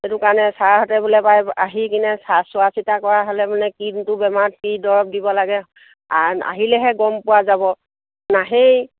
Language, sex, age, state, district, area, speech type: Assamese, female, 60+, Assam, Dibrugarh, rural, conversation